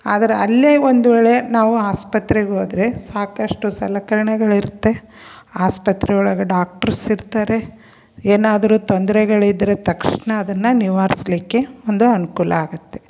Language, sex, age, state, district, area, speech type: Kannada, female, 45-60, Karnataka, Koppal, rural, spontaneous